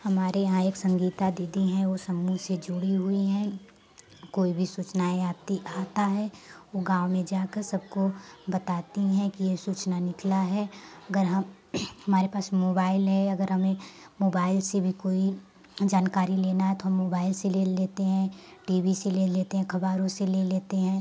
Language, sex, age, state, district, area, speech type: Hindi, female, 18-30, Uttar Pradesh, Prayagraj, rural, spontaneous